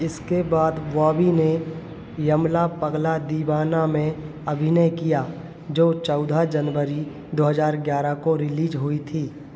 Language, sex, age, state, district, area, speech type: Hindi, male, 18-30, Madhya Pradesh, Hoshangabad, urban, read